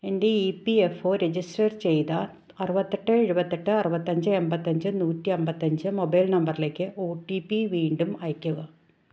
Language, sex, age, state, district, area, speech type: Malayalam, female, 30-45, Kerala, Ernakulam, rural, read